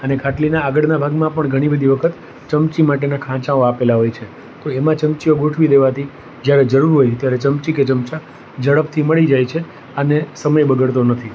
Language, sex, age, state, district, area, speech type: Gujarati, male, 45-60, Gujarat, Rajkot, urban, spontaneous